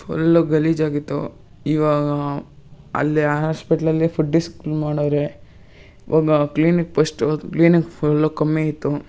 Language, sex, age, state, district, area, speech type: Kannada, male, 18-30, Karnataka, Kolar, rural, spontaneous